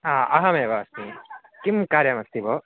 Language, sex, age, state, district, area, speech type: Sanskrit, male, 18-30, Karnataka, Shimoga, rural, conversation